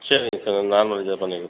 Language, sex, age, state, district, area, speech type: Tamil, male, 30-45, Tamil Nadu, Ariyalur, rural, conversation